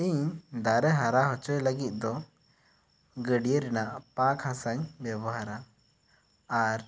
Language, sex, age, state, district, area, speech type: Santali, male, 18-30, West Bengal, Bankura, rural, spontaneous